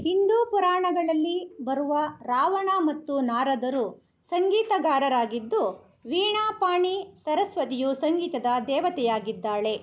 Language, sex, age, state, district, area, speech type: Kannada, female, 60+, Karnataka, Bangalore Rural, rural, read